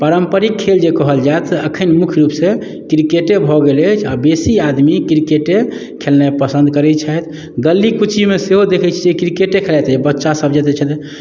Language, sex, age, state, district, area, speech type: Maithili, male, 30-45, Bihar, Madhubani, rural, spontaneous